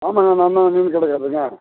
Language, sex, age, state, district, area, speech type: Tamil, male, 60+, Tamil Nadu, Kallakurichi, urban, conversation